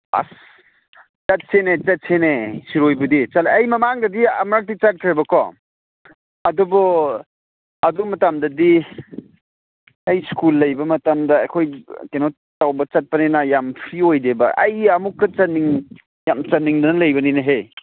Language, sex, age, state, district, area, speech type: Manipuri, male, 30-45, Manipur, Ukhrul, urban, conversation